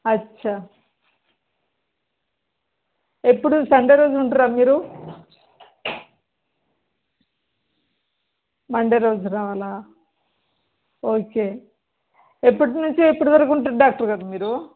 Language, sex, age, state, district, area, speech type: Telugu, female, 30-45, Telangana, Bhadradri Kothagudem, urban, conversation